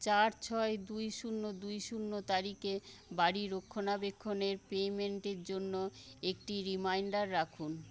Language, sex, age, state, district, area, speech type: Bengali, female, 60+, West Bengal, Paschim Medinipur, urban, read